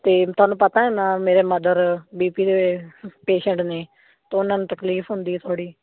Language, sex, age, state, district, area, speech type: Punjabi, female, 18-30, Punjab, Fazilka, rural, conversation